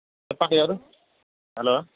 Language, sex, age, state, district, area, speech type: Telugu, male, 30-45, Andhra Pradesh, Anantapur, rural, conversation